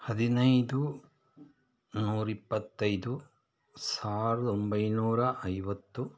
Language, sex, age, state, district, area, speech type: Kannada, male, 45-60, Karnataka, Shimoga, rural, spontaneous